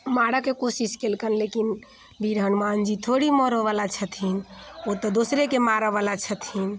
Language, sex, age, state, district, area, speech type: Maithili, female, 30-45, Bihar, Muzaffarpur, urban, spontaneous